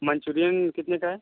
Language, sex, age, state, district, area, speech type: Hindi, male, 30-45, Uttar Pradesh, Mau, urban, conversation